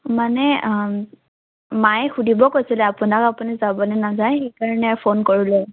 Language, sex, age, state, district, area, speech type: Assamese, female, 18-30, Assam, Morigaon, rural, conversation